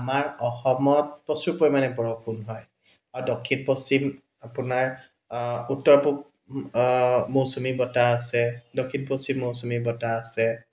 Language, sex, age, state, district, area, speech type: Assamese, male, 30-45, Assam, Dibrugarh, urban, spontaneous